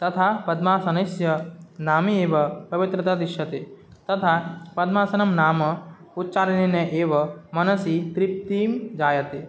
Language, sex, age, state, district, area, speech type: Sanskrit, male, 18-30, Assam, Nagaon, rural, spontaneous